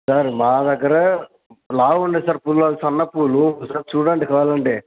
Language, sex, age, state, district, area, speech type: Telugu, male, 45-60, Andhra Pradesh, Kadapa, rural, conversation